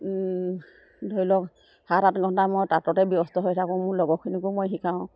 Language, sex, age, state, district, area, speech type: Assamese, female, 60+, Assam, Dibrugarh, rural, spontaneous